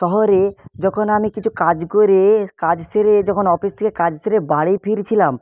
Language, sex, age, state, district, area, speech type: Bengali, male, 30-45, West Bengal, Nadia, rural, spontaneous